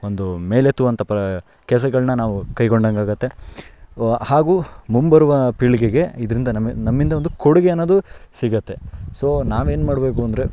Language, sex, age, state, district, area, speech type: Kannada, male, 18-30, Karnataka, Shimoga, rural, spontaneous